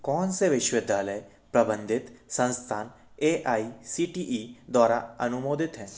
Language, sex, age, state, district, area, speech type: Hindi, male, 18-30, Madhya Pradesh, Indore, urban, read